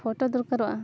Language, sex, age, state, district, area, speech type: Santali, female, 30-45, Jharkhand, Bokaro, rural, spontaneous